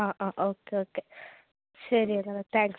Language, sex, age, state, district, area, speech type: Malayalam, female, 18-30, Kerala, Kasaragod, rural, conversation